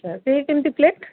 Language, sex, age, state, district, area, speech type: Odia, female, 45-60, Odisha, Sundergarh, rural, conversation